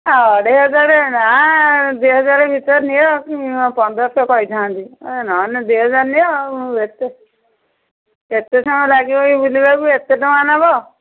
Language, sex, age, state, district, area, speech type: Odia, female, 45-60, Odisha, Angul, rural, conversation